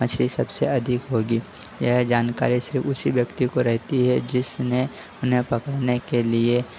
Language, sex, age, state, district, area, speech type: Hindi, male, 30-45, Madhya Pradesh, Harda, urban, spontaneous